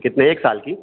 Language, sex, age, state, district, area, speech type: Hindi, male, 45-60, Madhya Pradesh, Hoshangabad, urban, conversation